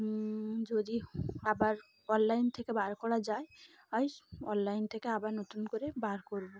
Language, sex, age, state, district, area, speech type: Bengali, female, 30-45, West Bengal, Cooch Behar, urban, spontaneous